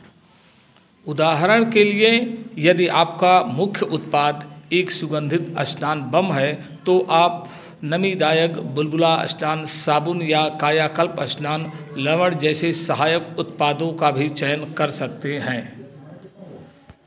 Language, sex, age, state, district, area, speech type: Hindi, male, 60+, Uttar Pradesh, Bhadohi, urban, read